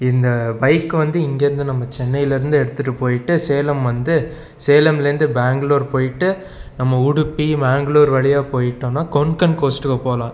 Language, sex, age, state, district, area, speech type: Tamil, male, 18-30, Tamil Nadu, Salem, urban, spontaneous